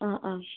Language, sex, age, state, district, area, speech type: Malayalam, female, 30-45, Kerala, Wayanad, rural, conversation